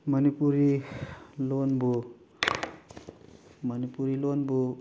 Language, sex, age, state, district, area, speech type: Manipuri, male, 45-60, Manipur, Bishnupur, rural, spontaneous